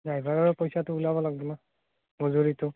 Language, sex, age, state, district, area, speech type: Assamese, male, 18-30, Assam, Morigaon, rural, conversation